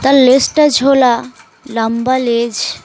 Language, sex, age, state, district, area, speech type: Bengali, female, 18-30, West Bengal, Dakshin Dinajpur, urban, spontaneous